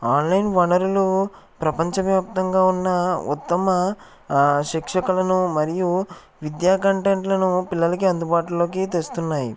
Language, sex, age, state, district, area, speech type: Telugu, male, 18-30, Andhra Pradesh, Eluru, rural, spontaneous